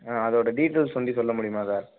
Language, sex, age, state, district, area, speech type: Tamil, male, 18-30, Tamil Nadu, Thanjavur, rural, conversation